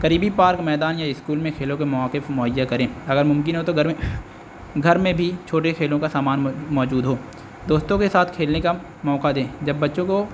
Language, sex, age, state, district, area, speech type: Urdu, male, 18-30, Uttar Pradesh, Azamgarh, rural, spontaneous